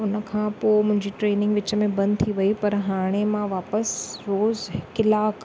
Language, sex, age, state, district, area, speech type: Sindhi, female, 30-45, Maharashtra, Thane, urban, spontaneous